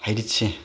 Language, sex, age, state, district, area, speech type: Manipuri, male, 30-45, Manipur, Chandel, rural, spontaneous